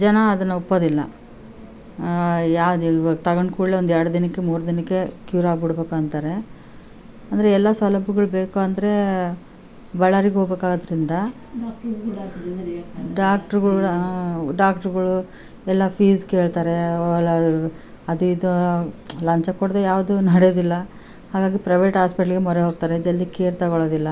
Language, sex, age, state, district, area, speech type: Kannada, female, 45-60, Karnataka, Bellary, rural, spontaneous